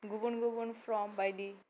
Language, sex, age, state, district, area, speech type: Bodo, female, 18-30, Assam, Kokrajhar, rural, spontaneous